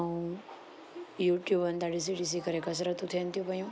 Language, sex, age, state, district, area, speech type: Sindhi, female, 30-45, Gujarat, Junagadh, urban, spontaneous